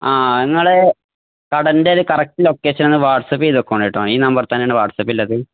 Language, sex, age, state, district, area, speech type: Malayalam, male, 18-30, Kerala, Malappuram, rural, conversation